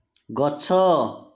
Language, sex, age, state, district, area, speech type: Odia, male, 30-45, Odisha, Nayagarh, rural, read